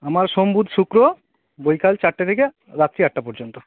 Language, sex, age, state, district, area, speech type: Bengali, male, 45-60, West Bengal, North 24 Parganas, urban, conversation